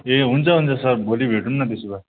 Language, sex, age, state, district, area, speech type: Nepali, male, 18-30, West Bengal, Kalimpong, rural, conversation